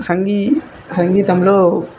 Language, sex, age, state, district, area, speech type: Telugu, male, 18-30, Andhra Pradesh, Sri Balaji, rural, spontaneous